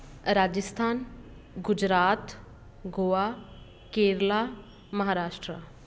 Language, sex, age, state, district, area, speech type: Punjabi, female, 30-45, Punjab, Patiala, urban, spontaneous